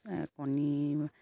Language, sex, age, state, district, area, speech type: Assamese, female, 30-45, Assam, Sivasagar, rural, spontaneous